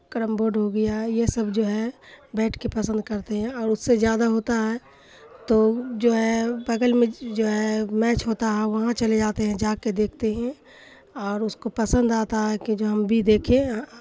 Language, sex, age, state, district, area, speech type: Urdu, female, 60+, Bihar, Khagaria, rural, spontaneous